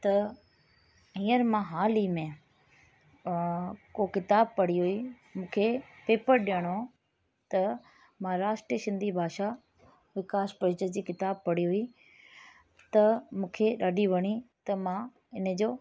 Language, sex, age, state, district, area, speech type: Sindhi, female, 30-45, Rajasthan, Ajmer, urban, spontaneous